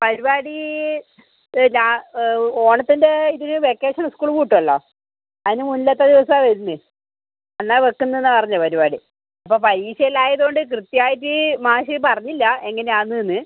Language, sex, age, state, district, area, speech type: Malayalam, female, 30-45, Kerala, Kannur, rural, conversation